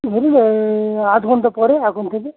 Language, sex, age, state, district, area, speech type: Bengali, male, 60+, West Bengal, Hooghly, rural, conversation